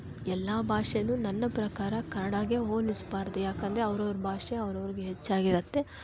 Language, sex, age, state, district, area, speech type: Kannada, female, 18-30, Karnataka, Kolar, urban, spontaneous